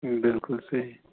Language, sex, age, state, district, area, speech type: Kashmiri, male, 30-45, Jammu and Kashmir, Ganderbal, rural, conversation